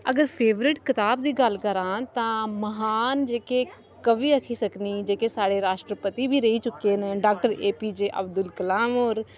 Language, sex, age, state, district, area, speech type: Dogri, female, 30-45, Jammu and Kashmir, Udhampur, urban, spontaneous